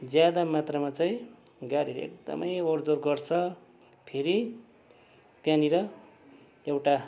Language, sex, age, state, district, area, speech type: Nepali, male, 45-60, West Bengal, Darjeeling, rural, spontaneous